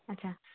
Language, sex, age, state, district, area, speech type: Punjabi, female, 18-30, Punjab, Shaheed Bhagat Singh Nagar, rural, conversation